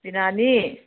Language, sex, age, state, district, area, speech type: Manipuri, female, 30-45, Manipur, Kakching, rural, conversation